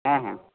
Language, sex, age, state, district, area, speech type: Bengali, male, 30-45, West Bengal, Purba Bardhaman, urban, conversation